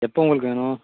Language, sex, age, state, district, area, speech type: Tamil, male, 30-45, Tamil Nadu, Nagapattinam, rural, conversation